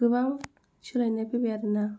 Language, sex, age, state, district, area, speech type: Bodo, female, 18-30, Assam, Kokrajhar, rural, spontaneous